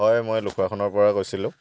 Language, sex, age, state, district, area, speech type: Assamese, male, 45-60, Assam, Charaideo, rural, spontaneous